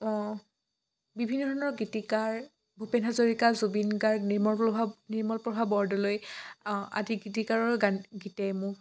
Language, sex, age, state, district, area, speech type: Assamese, female, 18-30, Assam, Dhemaji, rural, spontaneous